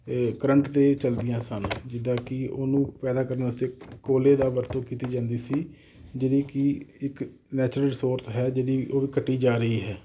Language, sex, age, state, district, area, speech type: Punjabi, male, 30-45, Punjab, Amritsar, urban, spontaneous